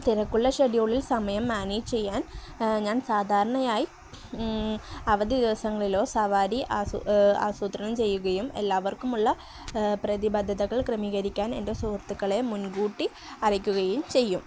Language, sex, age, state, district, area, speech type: Malayalam, female, 18-30, Kerala, Kozhikode, rural, spontaneous